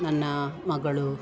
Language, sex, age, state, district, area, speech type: Kannada, female, 45-60, Karnataka, Dakshina Kannada, rural, spontaneous